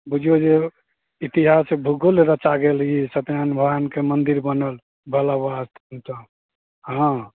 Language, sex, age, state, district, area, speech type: Maithili, male, 45-60, Bihar, Samastipur, rural, conversation